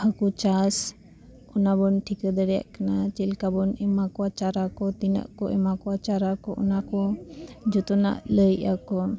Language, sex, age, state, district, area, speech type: Santali, female, 18-30, Jharkhand, Bokaro, rural, spontaneous